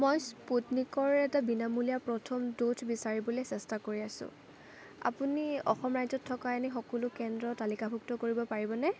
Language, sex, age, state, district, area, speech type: Assamese, female, 18-30, Assam, Kamrup Metropolitan, rural, read